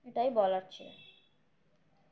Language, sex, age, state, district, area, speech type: Bengali, female, 18-30, West Bengal, Birbhum, urban, spontaneous